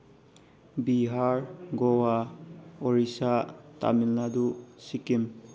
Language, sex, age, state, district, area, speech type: Manipuri, male, 18-30, Manipur, Bishnupur, rural, spontaneous